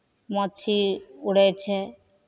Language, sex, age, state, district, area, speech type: Maithili, female, 45-60, Bihar, Begusarai, rural, spontaneous